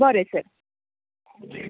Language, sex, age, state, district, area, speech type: Goan Konkani, female, 18-30, Goa, Tiswadi, rural, conversation